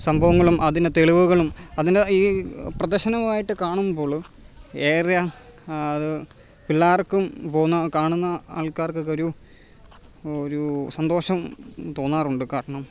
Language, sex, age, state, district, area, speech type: Malayalam, male, 30-45, Kerala, Alappuzha, rural, spontaneous